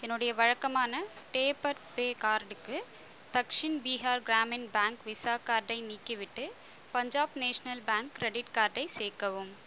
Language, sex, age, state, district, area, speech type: Tamil, female, 30-45, Tamil Nadu, Viluppuram, rural, read